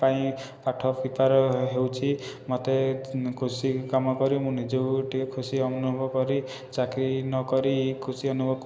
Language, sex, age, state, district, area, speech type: Odia, male, 18-30, Odisha, Khordha, rural, spontaneous